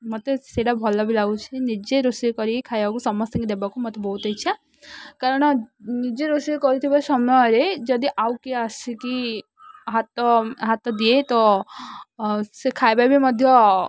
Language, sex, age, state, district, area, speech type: Odia, female, 18-30, Odisha, Ganjam, urban, spontaneous